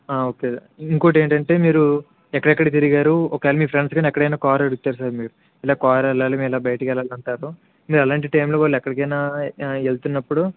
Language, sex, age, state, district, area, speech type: Telugu, male, 18-30, Andhra Pradesh, Kakinada, urban, conversation